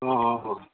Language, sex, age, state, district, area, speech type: Nepali, male, 60+, West Bengal, Kalimpong, rural, conversation